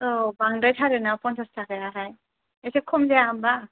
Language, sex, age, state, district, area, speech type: Bodo, female, 30-45, Assam, Kokrajhar, rural, conversation